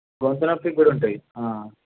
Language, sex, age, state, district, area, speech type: Telugu, male, 18-30, Telangana, Peddapalli, urban, conversation